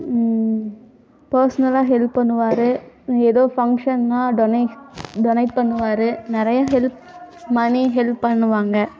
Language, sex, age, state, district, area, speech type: Tamil, female, 18-30, Tamil Nadu, Namakkal, rural, spontaneous